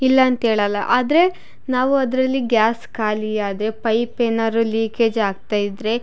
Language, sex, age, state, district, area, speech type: Kannada, female, 18-30, Karnataka, Chitradurga, rural, spontaneous